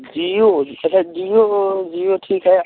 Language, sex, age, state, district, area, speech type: Hindi, male, 18-30, Uttar Pradesh, Ghazipur, urban, conversation